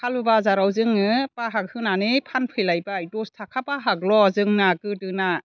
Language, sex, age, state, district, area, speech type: Bodo, female, 60+, Assam, Chirang, rural, spontaneous